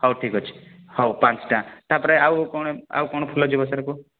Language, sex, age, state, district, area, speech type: Odia, male, 30-45, Odisha, Kalahandi, rural, conversation